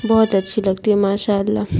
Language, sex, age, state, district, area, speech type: Urdu, female, 30-45, Bihar, Khagaria, rural, spontaneous